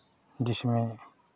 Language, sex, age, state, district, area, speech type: Hindi, male, 30-45, Uttar Pradesh, Chandauli, rural, spontaneous